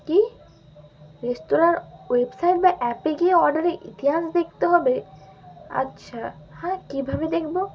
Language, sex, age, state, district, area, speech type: Bengali, female, 18-30, West Bengal, Malda, urban, spontaneous